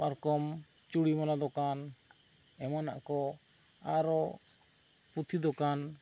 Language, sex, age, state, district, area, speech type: Santali, male, 30-45, West Bengal, Bankura, rural, spontaneous